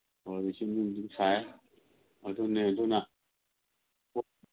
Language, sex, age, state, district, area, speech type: Manipuri, male, 45-60, Manipur, Imphal East, rural, conversation